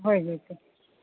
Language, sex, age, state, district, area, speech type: Maithili, female, 45-60, Bihar, Begusarai, rural, conversation